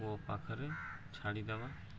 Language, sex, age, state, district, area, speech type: Odia, male, 30-45, Odisha, Subarnapur, urban, spontaneous